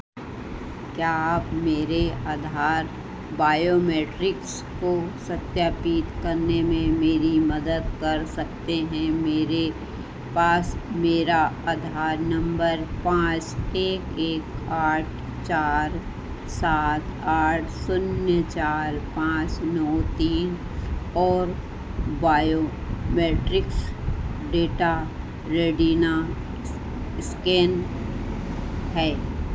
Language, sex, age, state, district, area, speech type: Hindi, female, 60+, Madhya Pradesh, Harda, urban, read